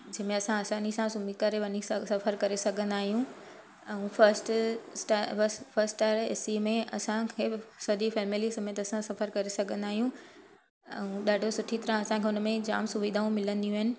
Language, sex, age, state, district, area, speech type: Sindhi, female, 30-45, Gujarat, Surat, urban, spontaneous